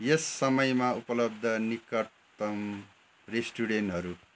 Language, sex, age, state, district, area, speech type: Nepali, male, 60+, West Bengal, Darjeeling, rural, read